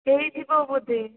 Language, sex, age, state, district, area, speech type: Odia, female, 18-30, Odisha, Jajpur, rural, conversation